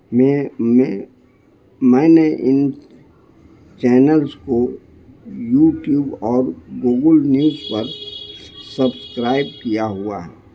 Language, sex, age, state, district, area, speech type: Urdu, male, 60+, Bihar, Gaya, urban, spontaneous